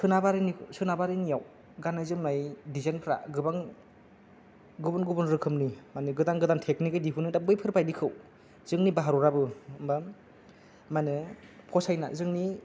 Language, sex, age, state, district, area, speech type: Bodo, male, 18-30, Assam, Kokrajhar, rural, spontaneous